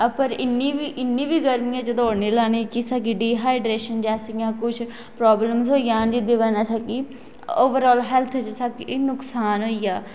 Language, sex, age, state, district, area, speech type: Dogri, female, 18-30, Jammu and Kashmir, Kathua, rural, spontaneous